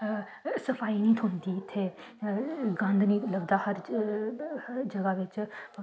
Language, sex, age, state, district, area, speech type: Dogri, female, 18-30, Jammu and Kashmir, Samba, rural, spontaneous